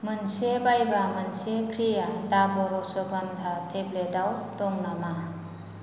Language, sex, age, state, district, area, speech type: Bodo, female, 45-60, Assam, Kokrajhar, rural, read